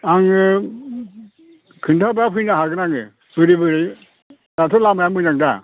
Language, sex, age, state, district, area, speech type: Bodo, male, 60+, Assam, Chirang, rural, conversation